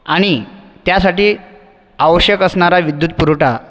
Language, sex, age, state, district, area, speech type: Marathi, male, 30-45, Maharashtra, Buldhana, urban, spontaneous